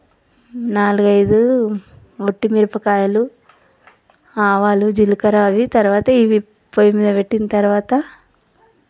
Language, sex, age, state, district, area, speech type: Telugu, female, 30-45, Telangana, Vikarabad, urban, spontaneous